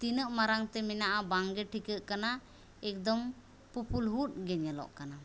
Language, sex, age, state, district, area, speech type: Santali, female, 30-45, Jharkhand, Seraikela Kharsawan, rural, spontaneous